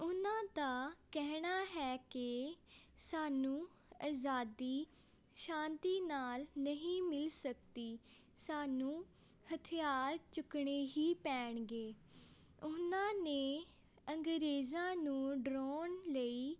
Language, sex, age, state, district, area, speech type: Punjabi, female, 18-30, Punjab, Amritsar, urban, spontaneous